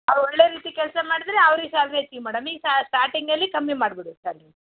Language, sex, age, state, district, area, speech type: Kannada, female, 45-60, Karnataka, Bidar, urban, conversation